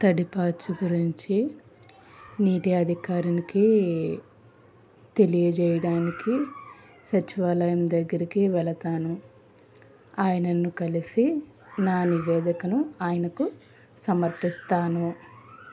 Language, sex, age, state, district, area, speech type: Telugu, female, 18-30, Andhra Pradesh, Anakapalli, rural, spontaneous